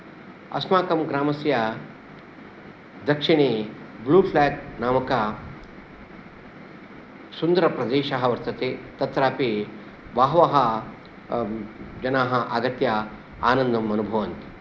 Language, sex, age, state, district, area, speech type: Sanskrit, male, 60+, Karnataka, Udupi, rural, spontaneous